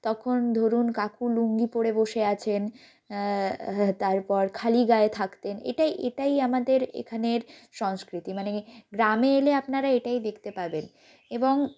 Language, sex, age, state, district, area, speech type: Bengali, female, 18-30, West Bengal, North 24 Parganas, rural, spontaneous